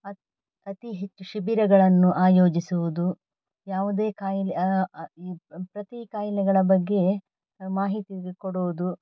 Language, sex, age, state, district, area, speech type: Kannada, female, 45-60, Karnataka, Dakshina Kannada, urban, spontaneous